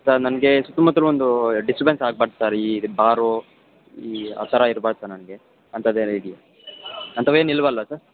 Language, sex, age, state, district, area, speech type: Kannada, male, 18-30, Karnataka, Kolar, rural, conversation